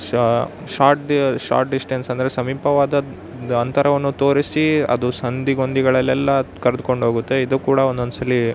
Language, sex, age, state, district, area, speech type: Kannada, male, 18-30, Karnataka, Yadgir, rural, spontaneous